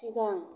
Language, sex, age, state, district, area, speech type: Bodo, female, 45-60, Assam, Kokrajhar, rural, read